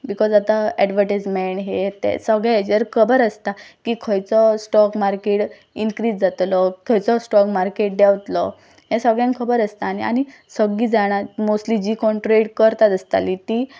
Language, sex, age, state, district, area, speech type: Goan Konkani, female, 18-30, Goa, Pernem, rural, spontaneous